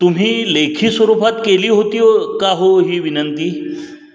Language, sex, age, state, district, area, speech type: Marathi, male, 45-60, Maharashtra, Satara, urban, read